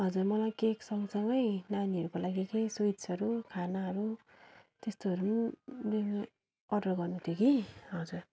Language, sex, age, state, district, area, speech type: Nepali, female, 30-45, West Bengal, Darjeeling, rural, spontaneous